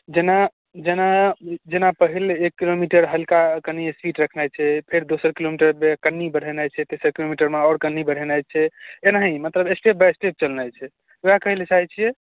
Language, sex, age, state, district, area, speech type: Maithili, male, 18-30, Bihar, Darbhanga, rural, conversation